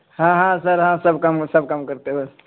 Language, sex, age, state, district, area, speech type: Urdu, male, 18-30, Uttar Pradesh, Saharanpur, urban, conversation